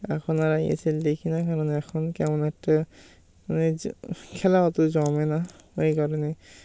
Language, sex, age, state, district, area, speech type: Bengali, male, 18-30, West Bengal, Birbhum, urban, spontaneous